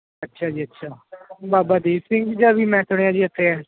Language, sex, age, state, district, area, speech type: Punjabi, male, 18-30, Punjab, Ludhiana, urban, conversation